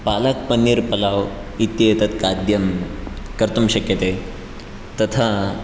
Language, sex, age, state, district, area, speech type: Sanskrit, male, 18-30, Karnataka, Chikkamagaluru, rural, spontaneous